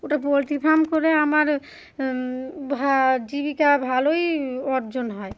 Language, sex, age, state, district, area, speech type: Bengali, female, 30-45, West Bengal, Darjeeling, urban, spontaneous